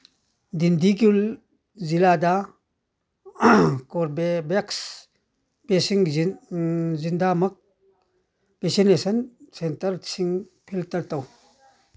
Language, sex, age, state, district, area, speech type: Manipuri, male, 60+, Manipur, Churachandpur, rural, read